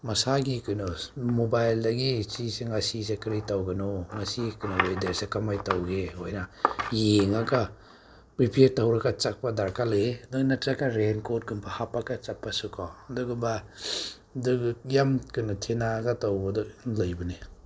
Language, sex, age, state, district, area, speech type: Manipuri, male, 30-45, Manipur, Senapati, rural, spontaneous